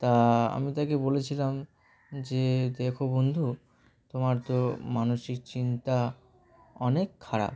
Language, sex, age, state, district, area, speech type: Bengali, male, 18-30, West Bengal, Dakshin Dinajpur, urban, spontaneous